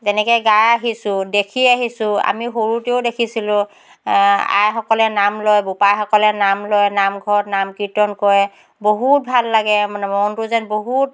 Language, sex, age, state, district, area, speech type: Assamese, female, 60+, Assam, Dhemaji, rural, spontaneous